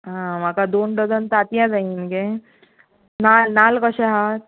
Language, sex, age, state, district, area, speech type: Goan Konkani, female, 18-30, Goa, Murmgao, urban, conversation